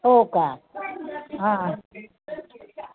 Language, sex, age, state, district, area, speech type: Marathi, female, 60+, Maharashtra, Nanded, rural, conversation